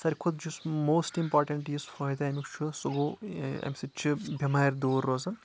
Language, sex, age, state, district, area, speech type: Kashmiri, male, 18-30, Jammu and Kashmir, Anantnag, rural, spontaneous